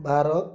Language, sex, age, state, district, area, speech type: Odia, male, 45-60, Odisha, Mayurbhanj, rural, spontaneous